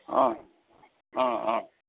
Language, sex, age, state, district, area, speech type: Nepali, male, 60+, West Bengal, Kalimpong, rural, conversation